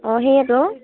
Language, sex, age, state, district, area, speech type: Assamese, female, 30-45, Assam, Barpeta, rural, conversation